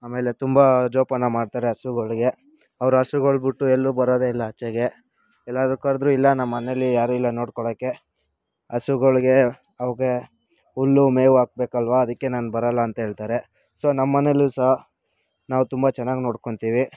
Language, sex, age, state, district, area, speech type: Kannada, male, 30-45, Karnataka, Bangalore Rural, rural, spontaneous